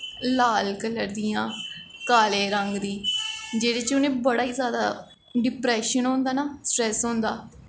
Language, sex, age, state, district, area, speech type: Dogri, female, 18-30, Jammu and Kashmir, Jammu, urban, spontaneous